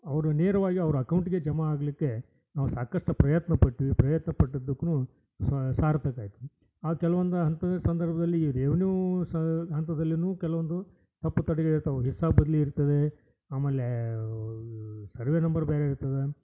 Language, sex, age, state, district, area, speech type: Kannada, male, 60+, Karnataka, Koppal, rural, spontaneous